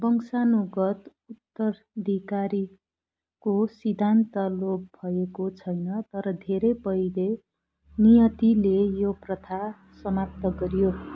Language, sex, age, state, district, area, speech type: Nepali, female, 30-45, West Bengal, Darjeeling, rural, read